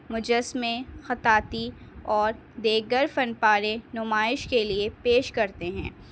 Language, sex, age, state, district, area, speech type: Urdu, female, 18-30, Delhi, North East Delhi, urban, spontaneous